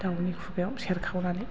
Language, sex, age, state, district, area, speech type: Bodo, female, 45-60, Assam, Chirang, urban, spontaneous